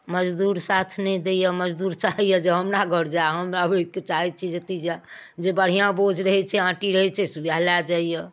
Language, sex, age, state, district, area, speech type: Maithili, female, 60+, Bihar, Darbhanga, rural, spontaneous